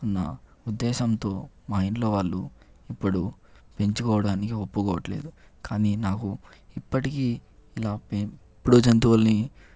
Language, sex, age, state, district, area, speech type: Telugu, male, 18-30, Andhra Pradesh, Chittoor, urban, spontaneous